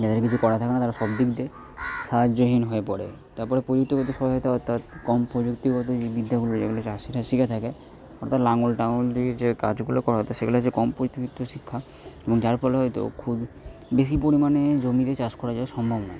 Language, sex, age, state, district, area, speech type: Bengali, male, 18-30, West Bengal, Purba Bardhaman, rural, spontaneous